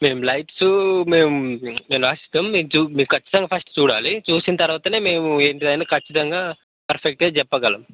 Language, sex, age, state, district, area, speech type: Telugu, male, 18-30, Telangana, Peddapalli, rural, conversation